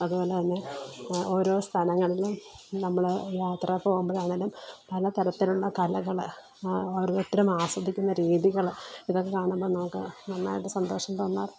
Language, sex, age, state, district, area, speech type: Malayalam, female, 45-60, Kerala, Alappuzha, rural, spontaneous